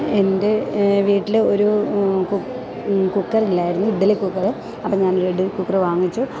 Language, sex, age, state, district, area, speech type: Malayalam, female, 45-60, Kerala, Kottayam, rural, spontaneous